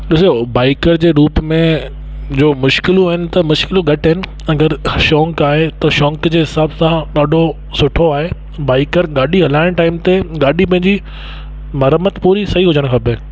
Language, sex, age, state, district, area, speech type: Sindhi, male, 30-45, Rajasthan, Ajmer, urban, spontaneous